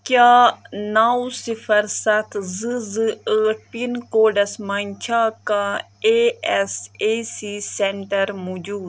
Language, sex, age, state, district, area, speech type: Kashmiri, female, 18-30, Jammu and Kashmir, Budgam, rural, read